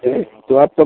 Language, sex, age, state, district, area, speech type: Hindi, male, 45-60, Uttar Pradesh, Jaunpur, rural, conversation